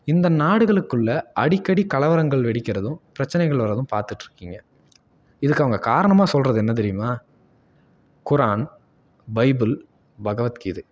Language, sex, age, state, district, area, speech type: Tamil, male, 18-30, Tamil Nadu, Salem, rural, spontaneous